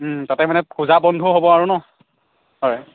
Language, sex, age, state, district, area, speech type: Assamese, female, 60+, Assam, Kamrup Metropolitan, urban, conversation